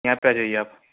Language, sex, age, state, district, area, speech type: Urdu, male, 18-30, Uttar Pradesh, Balrampur, rural, conversation